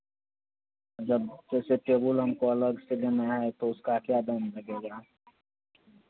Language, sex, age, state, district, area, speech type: Hindi, male, 30-45, Bihar, Madhepura, rural, conversation